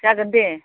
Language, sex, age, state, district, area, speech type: Bodo, female, 45-60, Assam, Baksa, rural, conversation